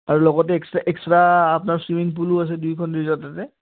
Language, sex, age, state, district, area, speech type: Assamese, male, 30-45, Assam, Udalguri, rural, conversation